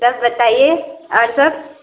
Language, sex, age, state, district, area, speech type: Hindi, female, 18-30, Bihar, Samastipur, rural, conversation